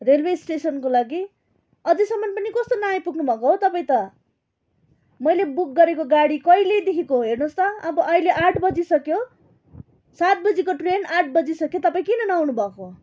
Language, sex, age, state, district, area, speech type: Nepali, female, 30-45, West Bengal, Darjeeling, rural, spontaneous